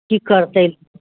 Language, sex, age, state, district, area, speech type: Maithili, female, 45-60, Bihar, Muzaffarpur, rural, conversation